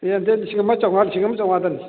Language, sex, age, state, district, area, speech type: Manipuri, male, 45-60, Manipur, Kakching, rural, conversation